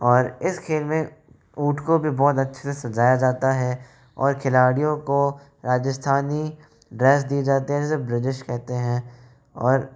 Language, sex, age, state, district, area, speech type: Hindi, male, 18-30, Rajasthan, Jaipur, urban, spontaneous